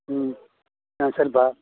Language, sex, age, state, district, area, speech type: Tamil, male, 60+, Tamil Nadu, Thanjavur, rural, conversation